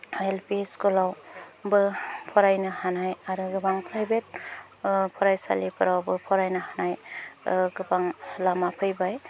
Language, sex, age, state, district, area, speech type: Bodo, female, 30-45, Assam, Udalguri, rural, spontaneous